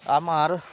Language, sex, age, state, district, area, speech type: Bengali, male, 30-45, West Bengal, Cooch Behar, urban, spontaneous